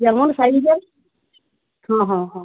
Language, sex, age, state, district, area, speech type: Bengali, female, 45-60, West Bengal, Uttar Dinajpur, urban, conversation